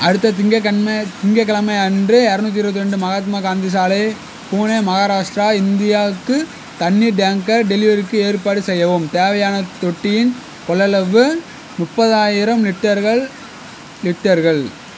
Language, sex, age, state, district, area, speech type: Tamil, male, 18-30, Tamil Nadu, Madurai, rural, read